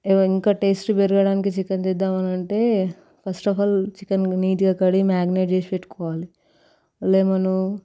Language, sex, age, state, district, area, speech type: Telugu, female, 18-30, Telangana, Vikarabad, urban, spontaneous